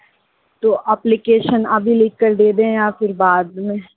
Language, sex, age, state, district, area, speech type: Hindi, female, 18-30, Madhya Pradesh, Jabalpur, urban, conversation